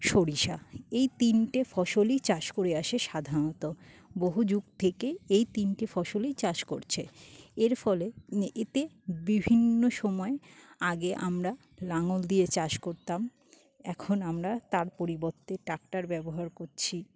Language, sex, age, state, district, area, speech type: Bengali, female, 45-60, West Bengal, Jhargram, rural, spontaneous